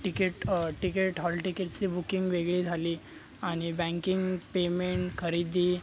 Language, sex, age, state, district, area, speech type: Marathi, male, 18-30, Maharashtra, Thane, urban, spontaneous